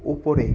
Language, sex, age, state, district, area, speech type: Bengali, male, 60+, West Bengal, Paschim Bardhaman, urban, read